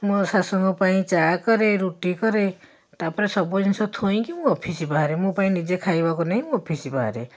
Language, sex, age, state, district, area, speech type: Odia, female, 45-60, Odisha, Puri, urban, spontaneous